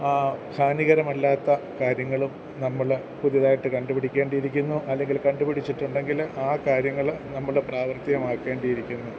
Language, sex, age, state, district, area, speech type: Malayalam, male, 45-60, Kerala, Kottayam, urban, spontaneous